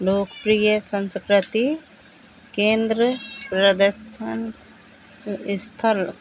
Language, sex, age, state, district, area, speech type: Hindi, female, 45-60, Madhya Pradesh, Seoni, urban, spontaneous